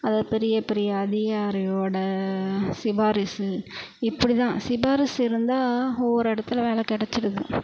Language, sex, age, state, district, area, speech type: Tamil, female, 45-60, Tamil Nadu, Perambalur, urban, spontaneous